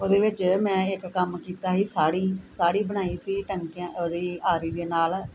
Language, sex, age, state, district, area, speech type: Punjabi, female, 45-60, Punjab, Gurdaspur, rural, spontaneous